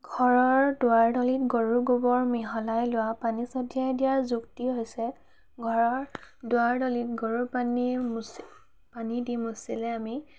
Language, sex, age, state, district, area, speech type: Assamese, female, 30-45, Assam, Biswanath, rural, spontaneous